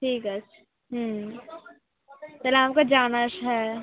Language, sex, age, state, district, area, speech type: Bengali, female, 30-45, West Bengal, Kolkata, urban, conversation